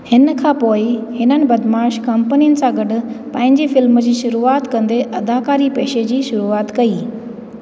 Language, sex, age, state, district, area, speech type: Sindhi, female, 30-45, Rajasthan, Ajmer, urban, read